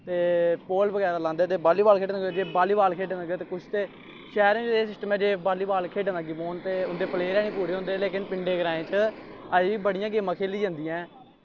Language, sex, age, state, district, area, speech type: Dogri, male, 18-30, Jammu and Kashmir, Samba, rural, spontaneous